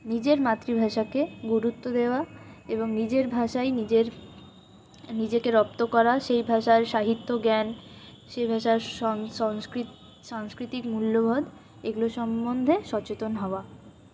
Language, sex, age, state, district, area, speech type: Bengali, female, 60+, West Bengal, Purulia, urban, spontaneous